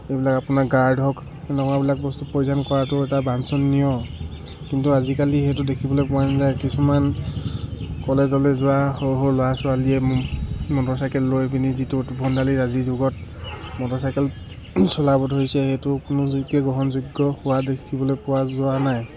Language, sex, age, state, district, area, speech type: Assamese, male, 30-45, Assam, Charaideo, urban, spontaneous